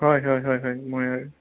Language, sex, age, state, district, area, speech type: Assamese, male, 18-30, Assam, Sonitpur, rural, conversation